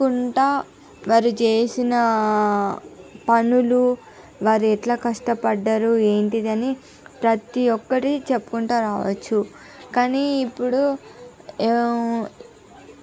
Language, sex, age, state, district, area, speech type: Telugu, female, 45-60, Andhra Pradesh, Visakhapatnam, urban, spontaneous